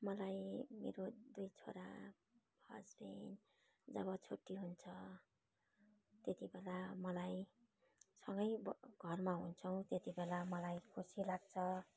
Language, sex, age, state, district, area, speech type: Nepali, female, 45-60, West Bengal, Darjeeling, rural, spontaneous